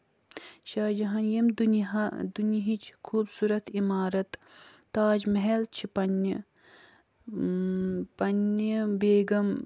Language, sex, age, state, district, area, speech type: Kashmiri, female, 18-30, Jammu and Kashmir, Kulgam, rural, spontaneous